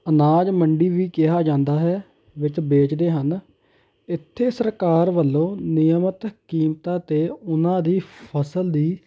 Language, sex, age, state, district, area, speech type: Punjabi, male, 18-30, Punjab, Hoshiarpur, rural, spontaneous